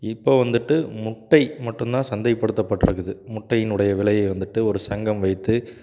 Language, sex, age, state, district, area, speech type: Tamil, male, 30-45, Tamil Nadu, Namakkal, rural, spontaneous